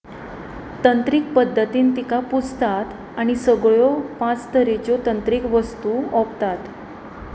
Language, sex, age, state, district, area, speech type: Goan Konkani, female, 30-45, Goa, Pernem, rural, read